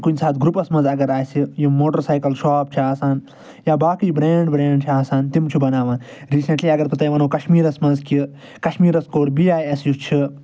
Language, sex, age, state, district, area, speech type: Kashmiri, male, 45-60, Jammu and Kashmir, Srinagar, urban, spontaneous